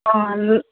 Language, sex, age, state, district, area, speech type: Nepali, female, 18-30, West Bengal, Alipurduar, urban, conversation